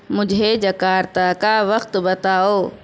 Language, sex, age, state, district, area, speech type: Urdu, female, 30-45, Uttar Pradesh, Shahjahanpur, urban, read